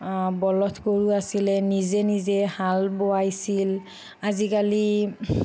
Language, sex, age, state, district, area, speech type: Assamese, female, 45-60, Assam, Nagaon, rural, spontaneous